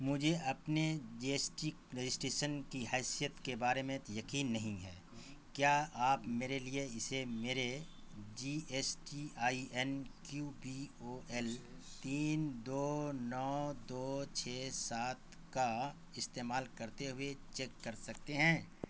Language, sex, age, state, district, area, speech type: Urdu, male, 45-60, Bihar, Saharsa, rural, read